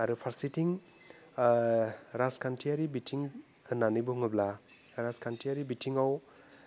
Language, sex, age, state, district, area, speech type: Bodo, male, 30-45, Assam, Udalguri, urban, spontaneous